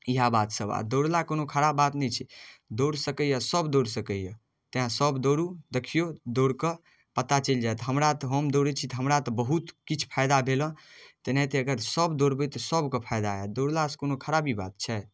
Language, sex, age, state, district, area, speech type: Maithili, male, 18-30, Bihar, Darbhanga, rural, spontaneous